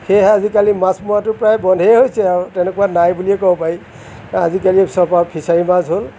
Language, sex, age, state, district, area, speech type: Assamese, male, 60+, Assam, Nagaon, rural, spontaneous